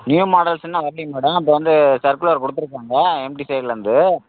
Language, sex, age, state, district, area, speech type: Tamil, male, 45-60, Tamil Nadu, Tenkasi, urban, conversation